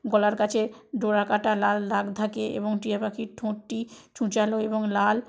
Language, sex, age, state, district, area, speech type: Bengali, female, 60+, West Bengal, Purba Medinipur, rural, spontaneous